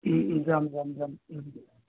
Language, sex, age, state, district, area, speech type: Assamese, male, 45-60, Assam, Golaghat, rural, conversation